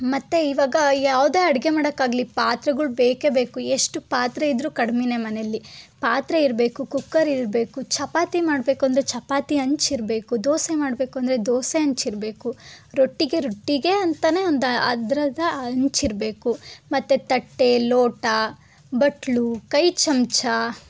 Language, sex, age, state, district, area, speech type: Kannada, female, 18-30, Karnataka, Chitradurga, urban, spontaneous